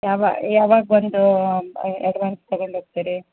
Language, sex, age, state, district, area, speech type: Kannada, female, 45-60, Karnataka, Uttara Kannada, rural, conversation